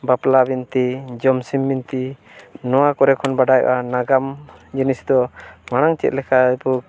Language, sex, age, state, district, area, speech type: Santali, male, 45-60, Odisha, Mayurbhanj, rural, spontaneous